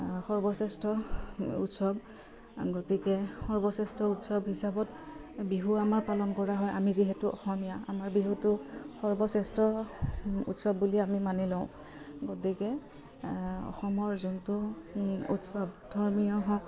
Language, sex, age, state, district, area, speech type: Assamese, female, 30-45, Assam, Udalguri, rural, spontaneous